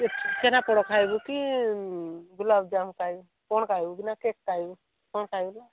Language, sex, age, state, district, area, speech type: Odia, female, 18-30, Odisha, Nabarangpur, urban, conversation